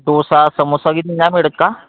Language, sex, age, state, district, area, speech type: Marathi, male, 45-60, Maharashtra, Yavatmal, rural, conversation